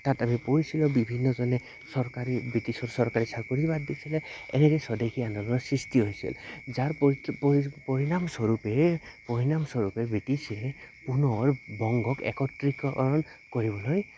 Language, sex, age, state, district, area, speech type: Assamese, male, 18-30, Assam, Goalpara, rural, spontaneous